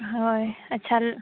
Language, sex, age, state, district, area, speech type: Santali, female, 18-30, Jharkhand, Seraikela Kharsawan, rural, conversation